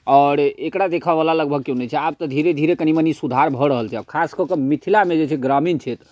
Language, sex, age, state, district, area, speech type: Maithili, male, 30-45, Bihar, Muzaffarpur, rural, spontaneous